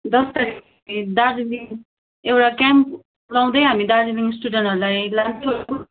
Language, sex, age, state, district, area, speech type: Nepali, female, 18-30, West Bengal, Kalimpong, rural, conversation